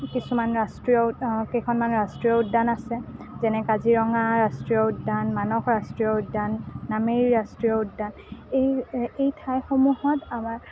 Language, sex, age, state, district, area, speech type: Assamese, female, 18-30, Assam, Kamrup Metropolitan, urban, spontaneous